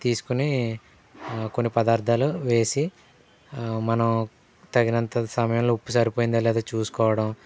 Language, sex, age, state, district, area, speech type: Telugu, male, 18-30, Andhra Pradesh, Eluru, rural, spontaneous